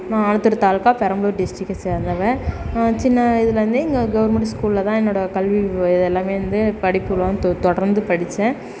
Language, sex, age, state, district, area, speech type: Tamil, female, 30-45, Tamil Nadu, Perambalur, rural, spontaneous